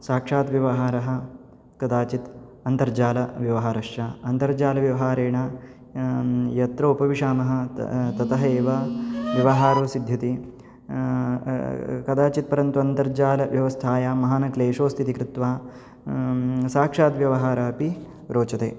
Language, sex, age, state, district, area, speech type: Sanskrit, male, 18-30, Karnataka, Bangalore Urban, urban, spontaneous